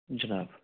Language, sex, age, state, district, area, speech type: Kashmiri, male, 45-60, Jammu and Kashmir, Budgam, urban, conversation